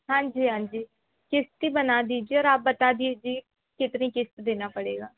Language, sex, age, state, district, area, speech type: Hindi, female, 18-30, Madhya Pradesh, Balaghat, rural, conversation